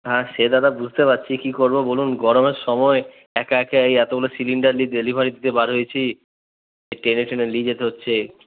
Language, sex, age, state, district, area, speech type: Bengali, male, 30-45, West Bengal, Purulia, urban, conversation